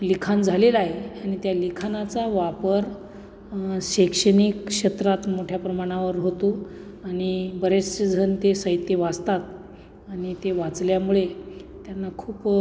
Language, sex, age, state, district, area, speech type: Marathi, male, 45-60, Maharashtra, Nashik, urban, spontaneous